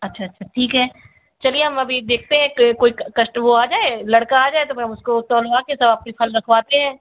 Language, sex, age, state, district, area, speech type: Hindi, female, 60+, Uttar Pradesh, Sitapur, rural, conversation